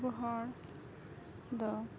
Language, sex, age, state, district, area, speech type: Santali, female, 18-30, West Bengal, Uttar Dinajpur, rural, spontaneous